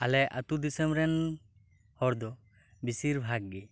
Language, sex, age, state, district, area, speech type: Santali, male, 18-30, West Bengal, Birbhum, rural, spontaneous